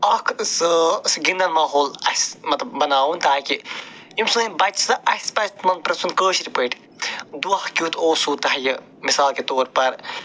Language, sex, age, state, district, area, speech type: Kashmiri, male, 45-60, Jammu and Kashmir, Budgam, urban, spontaneous